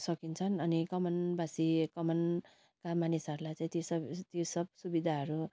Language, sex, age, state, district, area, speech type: Nepali, female, 45-60, West Bengal, Darjeeling, rural, spontaneous